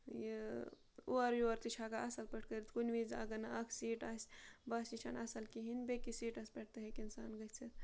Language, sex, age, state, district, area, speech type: Kashmiri, female, 30-45, Jammu and Kashmir, Ganderbal, rural, spontaneous